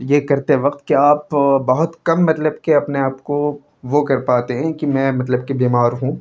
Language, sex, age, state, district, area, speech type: Urdu, male, 18-30, Delhi, North West Delhi, urban, spontaneous